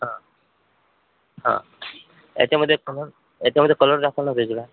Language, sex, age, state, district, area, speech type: Marathi, male, 45-60, Maharashtra, Amravati, rural, conversation